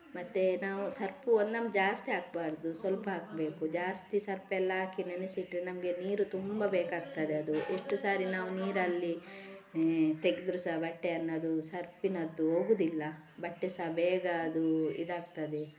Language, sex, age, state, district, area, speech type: Kannada, female, 45-60, Karnataka, Udupi, rural, spontaneous